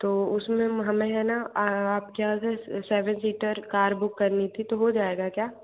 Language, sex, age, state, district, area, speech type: Hindi, other, 45-60, Madhya Pradesh, Bhopal, urban, conversation